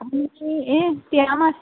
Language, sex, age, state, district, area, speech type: Goan Konkani, female, 30-45, Goa, Quepem, rural, conversation